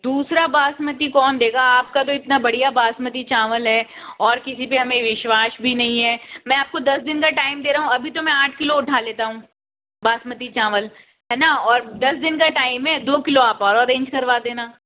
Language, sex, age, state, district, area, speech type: Hindi, female, 60+, Rajasthan, Jaipur, urban, conversation